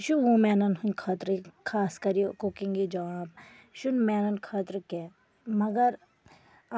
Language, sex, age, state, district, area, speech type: Kashmiri, female, 18-30, Jammu and Kashmir, Anantnag, rural, spontaneous